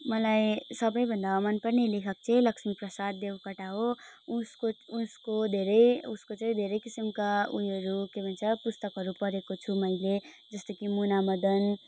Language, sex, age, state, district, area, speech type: Nepali, female, 18-30, West Bengal, Darjeeling, rural, spontaneous